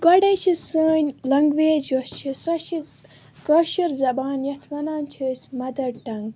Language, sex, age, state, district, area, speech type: Kashmiri, female, 30-45, Jammu and Kashmir, Baramulla, rural, spontaneous